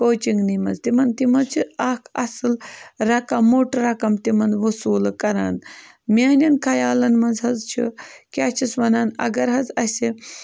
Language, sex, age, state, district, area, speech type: Kashmiri, female, 18-30, Jammu and Kashmir, Bandipora, rural, spontaneous